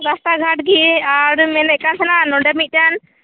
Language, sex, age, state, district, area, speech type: Santali, female, 18-30, West Bengal, Purba Bardhaman, rural, conversation